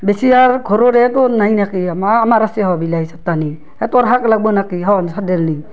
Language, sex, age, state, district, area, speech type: Assamese, female, 30-45, Assam, Barpeta, rural, spontaneous